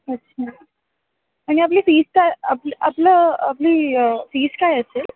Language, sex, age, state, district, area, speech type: Marathi, female, 18-30, Maharashtra, Jalna, rural, conversation